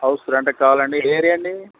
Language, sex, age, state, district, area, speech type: Telugu, male, 60+, Andhra Pradesh, Eluru, rural, conversation